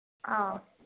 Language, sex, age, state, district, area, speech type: Manipuri, female, 30-45, Manipur, Senapati, rural, conversation